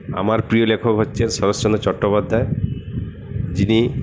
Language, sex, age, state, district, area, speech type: Bengali, male, 45-60, West Bengal, Paschim Bardhaman, urban, spontaneous